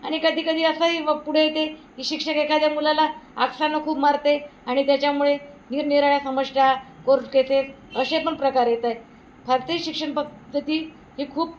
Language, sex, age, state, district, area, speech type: Marathi, female, 60+, Maharashtra, Wardha, urban, spontaneous